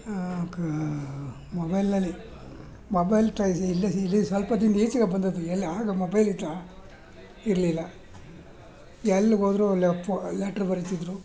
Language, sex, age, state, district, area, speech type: Kannada, male, 60+, Karnataka, Mysore, urban, spontaneous